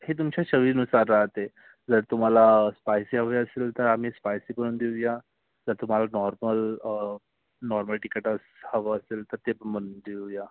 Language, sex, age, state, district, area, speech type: Marathi, male, 30-45, Maharashtra, Yavatmal, urban, conversation